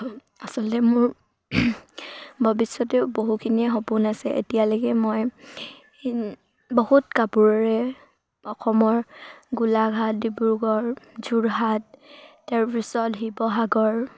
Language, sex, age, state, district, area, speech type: Assamese, female, 18-30, Assam, Sivasagar, rural, spontaneous